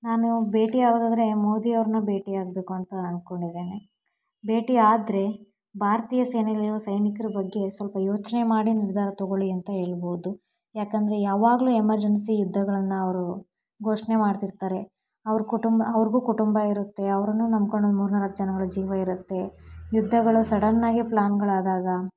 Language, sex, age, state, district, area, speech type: Kannada, female, 18-30, Karnataka, Davanagere, rural, spontaneous